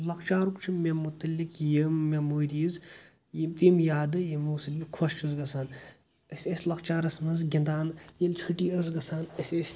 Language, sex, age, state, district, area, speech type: Kashmiri, male, 18-30, Jammu and Kashmir, Kulgam, rural, spontaneous